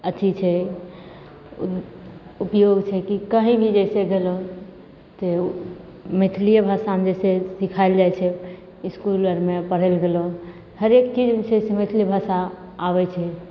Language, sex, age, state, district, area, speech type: Maithili, female, 18-30, Bihar, Begusarai, rural, spontaneous